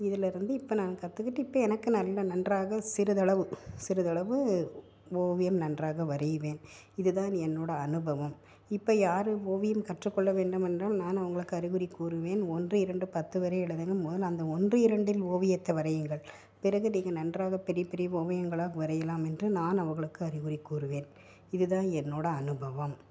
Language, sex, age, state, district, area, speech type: Tamil, female, 45-60, Tamil Nadu, Tiruppur, urban, spontaneous